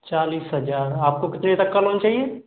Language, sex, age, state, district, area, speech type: Hindi, male, 18-30, Madhya Pradesh, Gwalior, urban, conversation